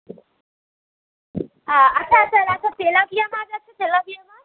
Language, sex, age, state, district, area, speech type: Bengali, female, 18-30, West Bengal, Howrah, urban, conversation